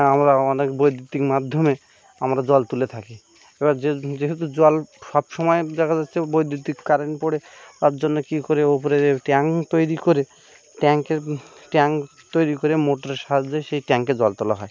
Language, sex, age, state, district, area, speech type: Bengali, male, 18-30, West Bengal, Birbhum, urban, spontaneous